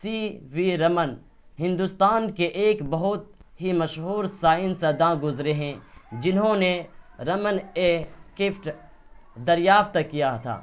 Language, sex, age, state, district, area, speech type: Urdu, male, 18-30, Bihar, Purnia, rural, spontaneous